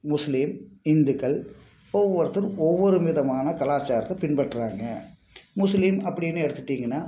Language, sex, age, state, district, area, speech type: Tamil, male, 45-60, Tamil Nadu, Tiruppur, rural, spontaneous